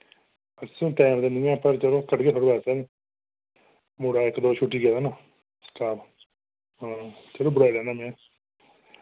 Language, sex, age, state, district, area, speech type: Dogri, male, 18-30, Jammu and Kashmir, Reasi, rural, conversation